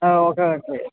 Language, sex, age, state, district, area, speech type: Malayalam, male, 30-45, Kerala, Alappuzha, rural, conversation